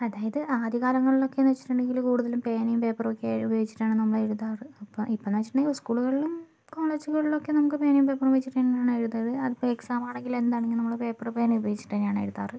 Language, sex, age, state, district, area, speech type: Malayalam, female, 18-30, Kerala, Kozhikode, urban, spontaneous